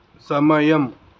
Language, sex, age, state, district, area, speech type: Telugu, male, 18-30, Telangana, Peddapalli, rural, read